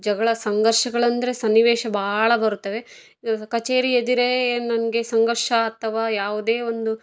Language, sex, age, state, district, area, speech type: Kannada, female, 60+, Karnataka, Chitradurga, rural, spontaneous